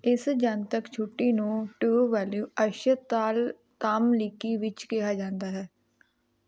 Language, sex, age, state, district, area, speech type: Punjabi, female, 18-30, Punjab, Patiala, rural, read